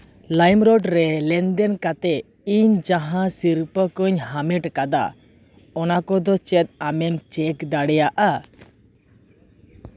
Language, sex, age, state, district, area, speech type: Santali, male, 18-30, West Bengal, Purba Bardhaman, rural, read